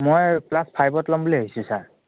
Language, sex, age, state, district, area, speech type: Assamese, male, 18-30, Assam, Biswanath, rural, conversation